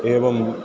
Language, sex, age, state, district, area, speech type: Sanskrit, male, 18-30, Kerala, Ernakulam, rural, spontaneous